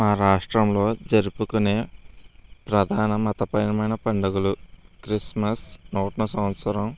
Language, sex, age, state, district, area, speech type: Telugu, male, 60+, Andhra Pradesh, East Godavari, rural, spontaneous